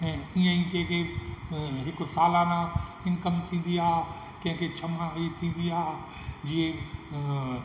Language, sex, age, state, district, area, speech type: Sindhi, male, 60+, Rajasthan, Ajmer, urban, spontaneous